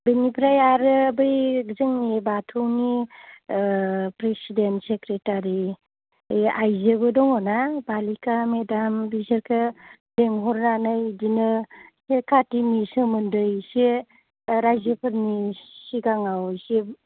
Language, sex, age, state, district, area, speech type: Bodo, female, 30-45, Assam, Baksa, rural, conversation